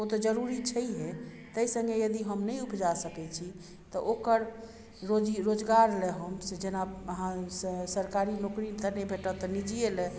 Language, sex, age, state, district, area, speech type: Maithili, female, 45-60, Bihar, Madhubani, rural, spontaneous